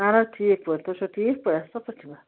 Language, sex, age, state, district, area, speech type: Kashmiri, female, 18-30, Jammu and Kashmir, Anantnag, rural, conversation